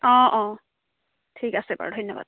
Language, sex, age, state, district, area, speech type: Assamese, female, 18-30, Assam, Charaideo, rural, conversation